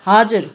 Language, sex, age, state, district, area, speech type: Nepali, female, 45-60, West Bengal, Kalimpong, rural, spontaneous